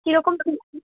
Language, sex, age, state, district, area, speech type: Bengali, female, 18-30, West Bengal, Dakshin Dinajpur, urban, conversation